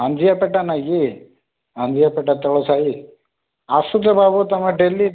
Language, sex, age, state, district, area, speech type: Odia, male, 30-45, Odisha, Rayagada, urban, conversation